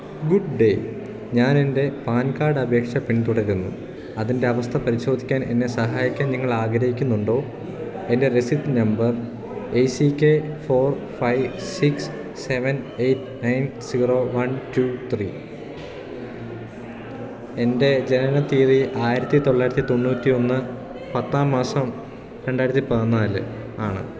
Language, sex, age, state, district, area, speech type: Malayalam, male, 18-30, Kerala, Idukki, rural, read